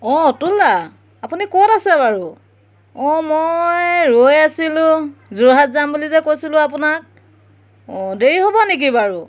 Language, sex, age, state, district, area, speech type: Assamese, female, 30-45, Assam, Jorhat, urban, spontaneous